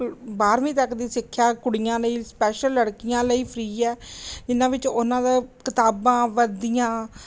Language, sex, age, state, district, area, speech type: Punjabi, female, 30-45, Punjab, Gurdaspur, rural, spontaneous